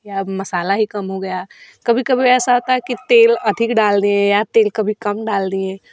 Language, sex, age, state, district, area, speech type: Hindi, female, 30-45, Uttar Pradesh, Varanasi, rural, spontaneous